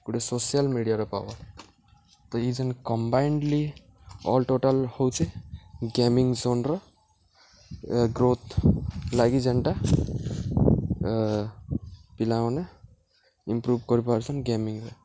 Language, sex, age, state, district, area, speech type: Odia, male, 18-30, Odisha, Subarnapur, urban, spontaneous